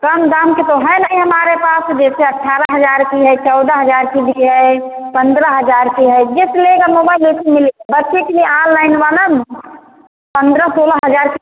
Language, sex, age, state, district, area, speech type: Hindi, female, 45-60, Uttar Pradesh, Ayodhya, rural, conversation